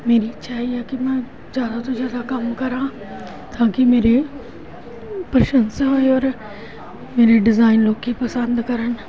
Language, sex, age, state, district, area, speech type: Punjabi, female, 45-60, Punjab, Gurdaspur, urban, spontaneous